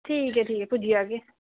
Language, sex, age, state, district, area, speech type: Dogri, female, 18-30, Jammu and Kashmir, Samba, rural, conversation